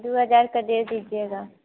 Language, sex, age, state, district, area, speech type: Hindi, female, 18-30, Bihar, Samastipur, rural, conversation